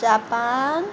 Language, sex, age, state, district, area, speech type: Nepali, female, 45-60, West Bengal, Kalimpong, rural, spontaneous